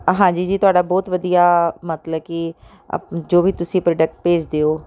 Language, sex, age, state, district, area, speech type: Punjabi, female, 30-45, Punjab, Tarn Taran, urban, spontaneous